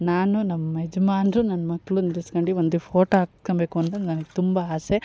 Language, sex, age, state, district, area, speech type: Kannada, female, 30-45, Karnataka, Chikkamagaluru, rural, spontaneous